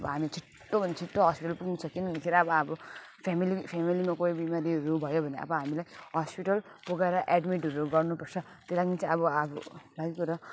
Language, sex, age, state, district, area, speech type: Nepali, female, 30-45, West Bengal, Alipurduar, urban, spontaneous